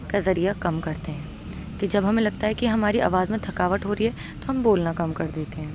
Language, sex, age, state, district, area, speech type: Urdu, female, 30-45, Uttar Pradesh, Aligarh, urban, spontaneous